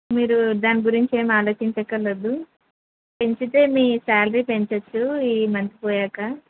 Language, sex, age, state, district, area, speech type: Telugu, female, 18-30, Andhra Pradesh, Krishna, urban, conversation